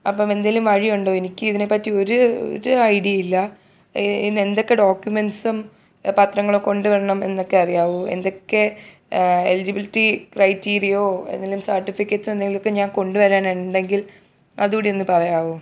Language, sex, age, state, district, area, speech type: Malayalam, female, 18-30, Kerala, Thiruvananthapuram, urban, spontaneous